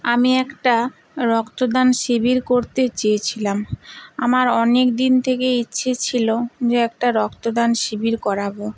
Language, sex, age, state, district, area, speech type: Bengali, female, 45-60, West Bengal, Purba Medinipur, rural, spontaneous